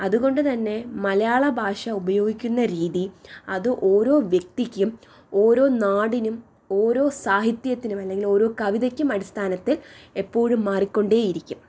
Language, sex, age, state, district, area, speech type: Malayalam, female, 18-30, Kerala, Thiruvananthapuram, urban, spontaneous